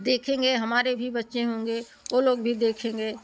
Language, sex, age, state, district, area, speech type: Hindi, female, 60+, Uttar Pradesh, Prayagraj, urban, spontaneous